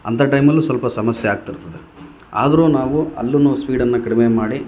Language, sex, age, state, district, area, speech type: Kannada, male, 30-45, Karnataka, Vijayanagara, rural, spontaneous